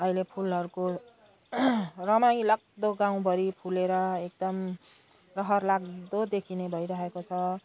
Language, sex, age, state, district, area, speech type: Nepali, female, 45-60, West Bengal, Jalpaiguri, urban, spontaneous